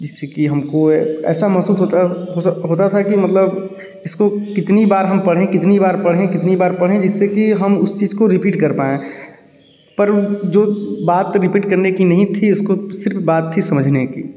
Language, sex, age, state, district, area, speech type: Hindi, male, 30-45, Uttar Pradesh, Varanasi, urban, spontaneous